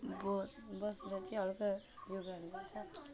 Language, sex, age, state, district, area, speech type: Nepali, female, 18-30, West Bengal, Alipurduar, urban, spontaneous